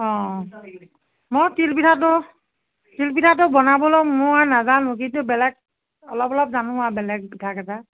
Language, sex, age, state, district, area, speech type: Assamese, female, 45-60, Assam, Nagaon, rural, conversation